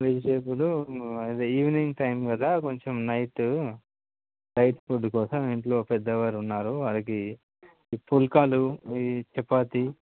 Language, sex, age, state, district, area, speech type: Telugu, male, 30-45, Andhra Pradesh, Nellore, urban, conversation